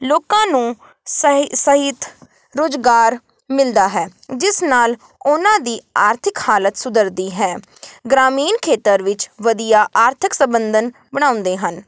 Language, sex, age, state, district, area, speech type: Punjabi, female, 18-30, Punjab, Kapurthala, rural, spontaneous